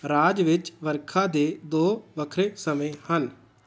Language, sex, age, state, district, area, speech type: Punjabi, male, 18-30, Punjab, Tarn Taran, rural, read